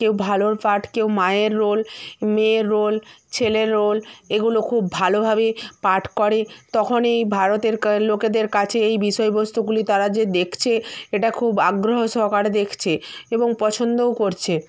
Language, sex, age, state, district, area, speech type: Bengali, female, 45-60, West Bengal, Nadia, rural, spontaneous